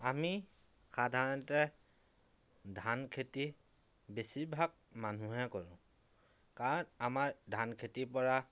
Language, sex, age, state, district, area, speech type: Assamese, male, 30-45, Assam, Dhemaji, rural, spontaneous